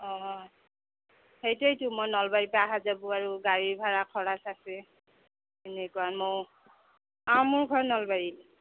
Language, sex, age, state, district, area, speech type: Assamese, female, 30-45, Assam, Sonitpur, rural, conversation